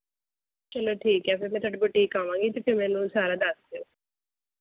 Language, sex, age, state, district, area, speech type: Punjabi, female, 30-45, Punjab, Mohali, rural, conversation